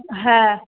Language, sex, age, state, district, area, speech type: Bengali, female, 30-45, West Bengal, Hooghly, urban, conversation